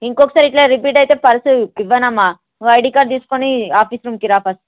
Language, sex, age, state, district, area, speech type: Telugu, female, 18-30, Telangana, Hyderabad, rural, conversation